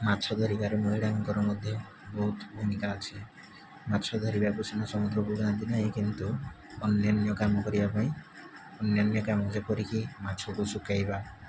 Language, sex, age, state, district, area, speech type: Odia, male, 18-30, Odisha, Rayagada, rural, spontaneous